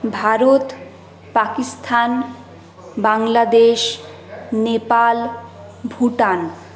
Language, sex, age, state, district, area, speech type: Bengali, female, 60+, West Bengal, Paschim Bardhaman, urban, spontaneous